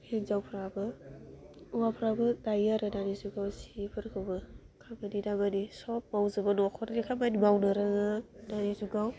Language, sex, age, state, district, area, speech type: Bodo, female, 18-30, Assam, Udalguri, urban, spontaneous